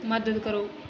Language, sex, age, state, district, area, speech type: Punjabi, female, 30-45, Punjab, Bathinda, rural, read